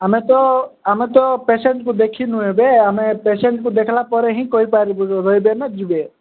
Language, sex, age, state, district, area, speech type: Odia, male, 45-60, Odisha, Nabarangpur, rural, conversation